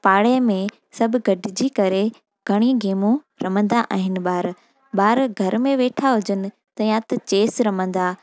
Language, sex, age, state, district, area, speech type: Sindhi, female, 18-30, Gujarat, Junagadh, rural, spontaneous